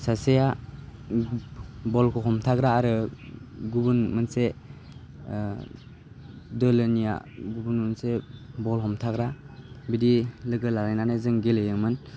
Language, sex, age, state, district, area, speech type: Bodo, male, 18-30, Assam, Baksa, rural, spontaneous